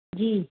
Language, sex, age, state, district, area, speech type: Hindi, female, 30-45, Madhya Pradesh, Bhopal, urban, conversation